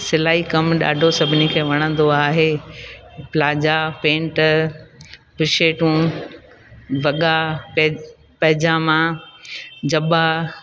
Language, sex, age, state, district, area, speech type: Sindhi, female, 60+, Gujarat, Junagadh, rural, spontaneous